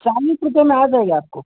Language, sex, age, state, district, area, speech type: Hindi, male, 18-30, Rajasthan, Jaipur, urban, conversation